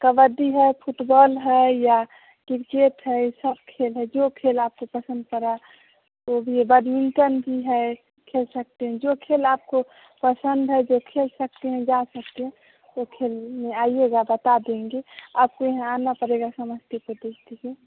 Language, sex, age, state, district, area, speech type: Hindi, female, 30-45, Bihar, Samastipur, rural, conversation